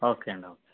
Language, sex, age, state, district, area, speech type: Telugu, male, 45-60, Andhra Pradesh, East Godavari, rural, conversation